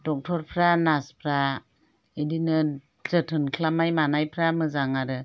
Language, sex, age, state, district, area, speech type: Bodo, female, 60+, Assam, Chirang, rural, spontaneous